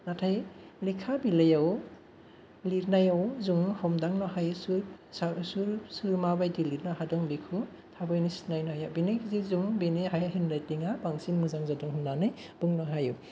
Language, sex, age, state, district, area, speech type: Bodo, male, 30-45, Assam, Kokrajhar, urban, spontaneous